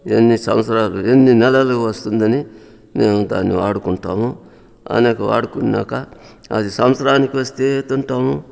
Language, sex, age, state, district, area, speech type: Telugu, male, 60+, Andhra Pradesh, Sri Balaji, rural, spontaneous